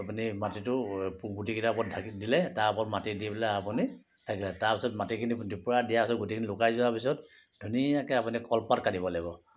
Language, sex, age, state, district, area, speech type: Assamese, male, 45-60, Assam, Sivasagar, rural, spontaneous